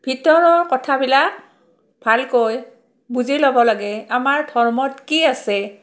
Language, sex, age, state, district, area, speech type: Assamese, female, 45-60, Assam, Barpeta, rural, spontaneous